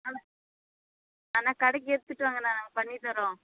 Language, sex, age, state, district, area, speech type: Tamil, female, 18-30, Tamil Nadu, Kallakurichi, rural, conversation